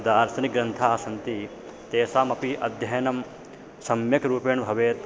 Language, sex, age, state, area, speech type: Sanskrit, male, 18-30, Madhya Pradesh, rural, spontaneous